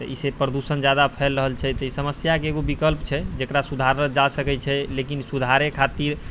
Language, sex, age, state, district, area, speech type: Maithili, male, 45-60, Bihar, Purnia, rural, spontaneous